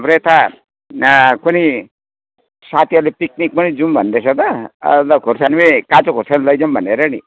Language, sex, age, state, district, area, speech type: Nepali, male, 60+, West Bengal, Jalpaiguri, urban, conversation